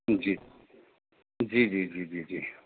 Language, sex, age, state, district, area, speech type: Urdu, male, 30-45, Uttar Pradesh, Saharanpur, urban, conversation